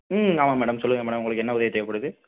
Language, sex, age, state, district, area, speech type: Tamil, male, 18-30, Tamil Nadu, Pudukkottai, rural, conversation